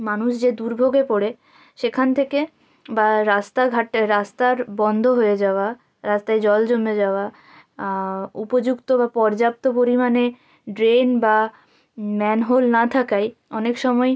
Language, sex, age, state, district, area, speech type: Bengali, female, 18-30, West Bengal, Jalpaiguri, rural, spontaneous